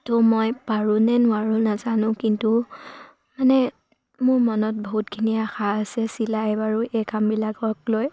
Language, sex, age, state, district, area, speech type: Assamese, female, 18-30, Assam, Sivasagar, rural, spontaneous